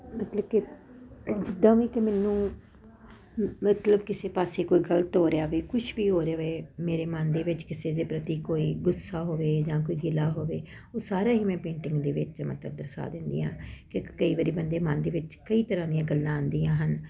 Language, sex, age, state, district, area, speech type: Punjabi, female, 45-60, Punjab, Ludhiana, urban, spontaneous